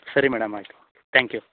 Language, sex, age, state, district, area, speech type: Kannada, male, 18-30, Karnataka, Tumkur, rural, conversation